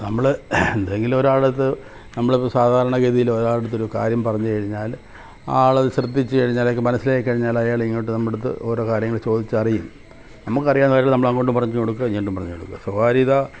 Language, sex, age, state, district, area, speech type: Malayalam, male, 60+, Kerala, Kollam, rural, spontaneous